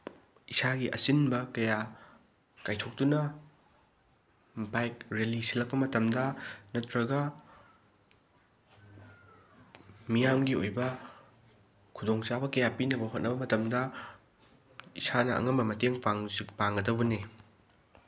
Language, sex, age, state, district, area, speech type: Manipuri, male, 30-45, Manipur, Thoubal, rural, spontaneous